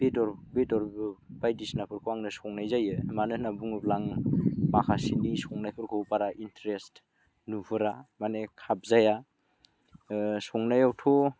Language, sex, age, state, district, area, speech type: Bodo, male, 18-30, Assam, Udalguri, rural, spontaneous